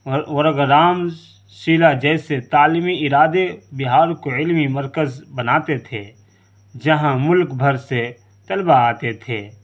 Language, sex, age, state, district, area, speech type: Urdu, male, 30-45, Bihar, Darbhanga, urban, spontaneous